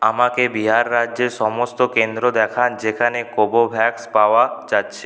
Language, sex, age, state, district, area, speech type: Bengali, male, 18-30, West Bengal, Purulia, urban, read